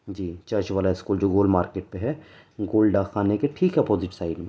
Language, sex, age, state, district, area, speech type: Urdu, male, 30-45, Delhi, South Delhi, rural, spontaneous